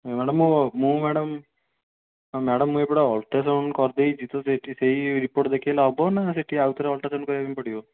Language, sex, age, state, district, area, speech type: Odia, male, 60+, Odisha, Kendujhar, urban, conversation